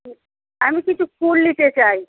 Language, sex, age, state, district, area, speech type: Bengali, female, 60+, West Bengal, Cooch Behar, rural, conversation